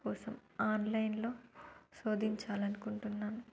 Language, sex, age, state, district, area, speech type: Telugu, female, 30-45, Telangana, Warangal, urban, spontaneous